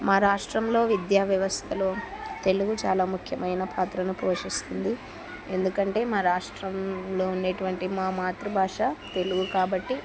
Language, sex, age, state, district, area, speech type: Telugu, female, 45-60, Andhra Pradesh, Kurnool, rural, spontaneous